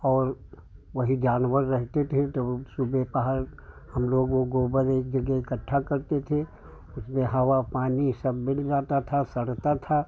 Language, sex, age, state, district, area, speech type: Hindi, male, 60+, Uttar Pradesh, Hardoi, rural, spontaneous